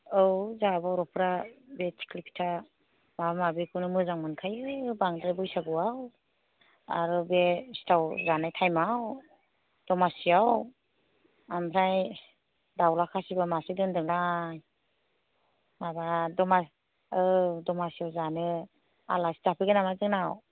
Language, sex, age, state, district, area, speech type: Bodo, female, 45-60, Assam, Kokrajhar, rural, conversation